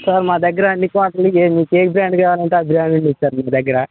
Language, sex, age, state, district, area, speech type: Telugu, male, 18-30, Telangana, Khammam, rural, conversation